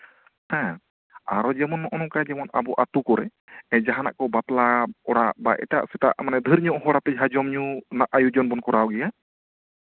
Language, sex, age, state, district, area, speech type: Santali, male, 30-45, West Bengal, Bankura, rural, conversation